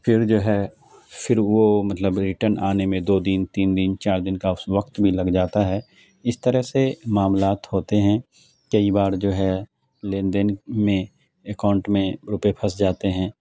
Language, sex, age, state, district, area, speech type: Urdu, male, 45-60, Bihar, Khagaria, rural, spontaneous